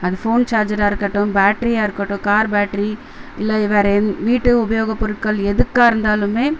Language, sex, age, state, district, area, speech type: Tamil, female, 30-45, Tamil Nadu, Chennai, urban, spontaneous